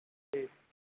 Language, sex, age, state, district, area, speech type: Urdu, male, 30-45, Uttar Pradesh, Mau, urban, conversation